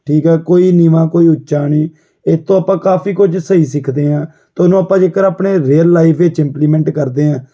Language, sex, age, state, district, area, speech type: Punjabi, male, 18-30, Punjab, Amritsar, urban, spontaneous